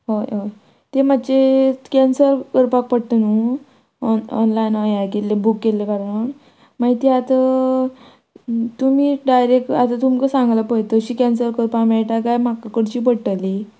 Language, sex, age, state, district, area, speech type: Goan Konkani, female, 45-60, Goa, Quepem, rural, spontaneous